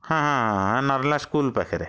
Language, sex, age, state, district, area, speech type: Odia, male, 30-45, Odisha, Kalahandi, rural, spontaneous